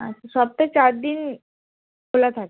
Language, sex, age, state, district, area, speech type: Bengali, female, 18-30, West Bengal, Birbhum, urban, conversation